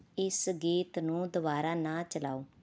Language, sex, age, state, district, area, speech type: Punjabi, female, 30-45, Punjab, Rupnagar, urban, read